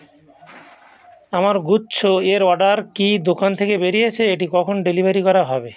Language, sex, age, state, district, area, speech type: Bengali, male, 45-60, West Bengal, North 24 Parganas, rural, read